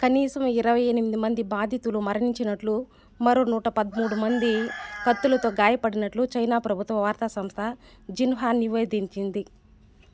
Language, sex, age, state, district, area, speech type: Telugu, female, 30-45, Andhra Pradesh, Sri Balaji, rural, read